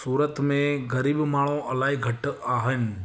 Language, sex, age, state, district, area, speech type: Sindhi, male, 30-45, Gujarat, Surat, urban, spontaneous